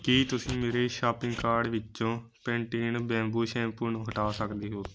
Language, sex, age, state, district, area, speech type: Punjabi, male, 18-30, Punjab, Moga, rural, read